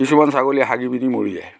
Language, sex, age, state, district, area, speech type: Assamese, male, 45-60, Assam, Dhemaji, rural, spontaneous